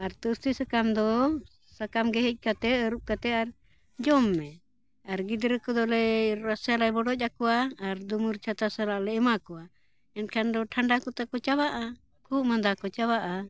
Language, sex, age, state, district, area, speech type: Santali, female, 60+, Jharkhand, Bokaro, rural, spontaneous